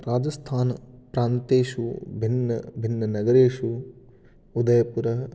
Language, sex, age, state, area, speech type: Sanskrit, male, 18-30, Rajasthan, urban, spontaneous